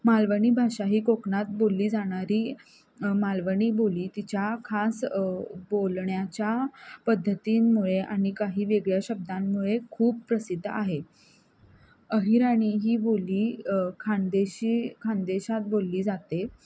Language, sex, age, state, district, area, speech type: Marathi, female, 18-30, Maharashtra, Kolhapur, urban, spontaneous